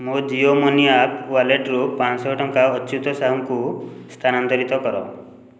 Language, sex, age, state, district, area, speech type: Odia, male, 30-45, Odisha, Puri, urban, read